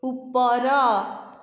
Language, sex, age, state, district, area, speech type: Odia, female, 45-60, Odisha, Dhenkanal, rural, read